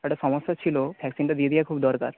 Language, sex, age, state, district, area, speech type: Bengali, male, 30-45, West Bengal, Nadia, rural, conversation